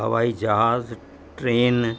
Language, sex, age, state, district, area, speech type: Sindhi, male, 60+, Uttar Pradesh, Lucknow, urban, spontaneous